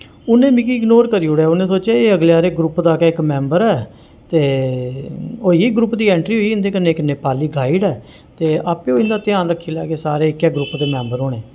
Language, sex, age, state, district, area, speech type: Dogri, male, 45-60, Jammu and Kashmir, Jammu, urban, spontaneous